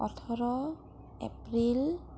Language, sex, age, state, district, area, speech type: Assamese, female, 30-45, Assam, Kamrup Metropolitan, rural, spontaneous